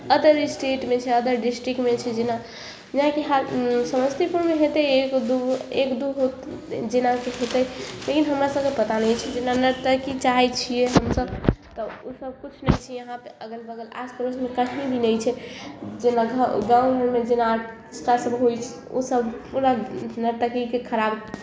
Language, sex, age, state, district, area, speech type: Maithili, female, 18-30, Bihar, Samastipur, urban, spontaneous